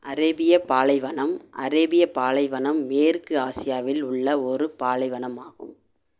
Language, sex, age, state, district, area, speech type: Tamil, female, 45-60, Tamil Nadu, Madurai, urban, read